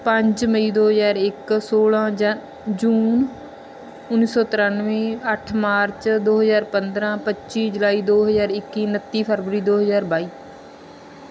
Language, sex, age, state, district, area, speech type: Punjabi, female, 30-45, Punjab, Bathinda, rural, spontaneous